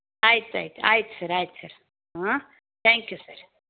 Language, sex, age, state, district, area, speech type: Kannada, female, 60+, Karnataka, Shimoga, rural, conversation